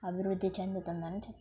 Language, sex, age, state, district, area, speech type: Telugu, female, 18-30, Telangana, Jangaon, urban, spontaneous